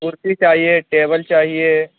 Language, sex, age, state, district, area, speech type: Urdu, male, 18-30, Bihar, Purnia, rural, conversation